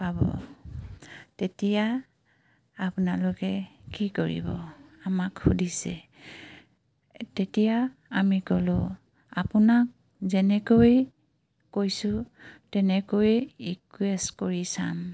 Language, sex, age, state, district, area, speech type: Assamese, female, 45-60, Assam, Dibrugarh, rural, spontaneous